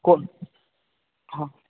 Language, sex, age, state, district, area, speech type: Kannada, male, 18-30, Karnataka, Bellary, rural, conversation